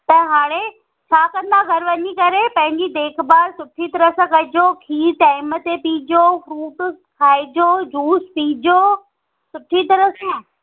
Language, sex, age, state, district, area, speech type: Sindhi, female, 45-60, Rajasthan, Ajmer, urban, conversation